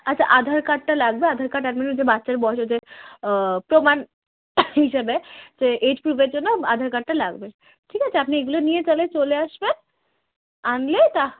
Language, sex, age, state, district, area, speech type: Bengali, female, 18-30, West Bengal, Darjeeling, rural, conversation